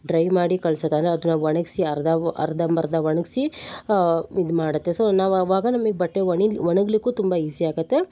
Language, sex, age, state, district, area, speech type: Kannada, female, 18-30, Karnataka, Shimoga, rural, spontaneous